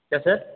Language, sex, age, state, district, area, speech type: Hindi, male, 18-30, Rajasthan, Jodhpur, urban, conversation